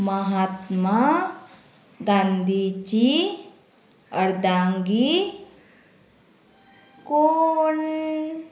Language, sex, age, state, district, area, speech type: Goan Konkani, female, 30-45, Goa, Murmgao, urban, read